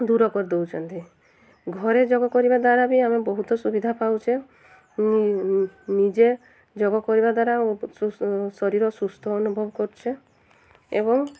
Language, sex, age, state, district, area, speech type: Odia, female, 30-45, Odisha, Mayurbhanj, rural, spontaneous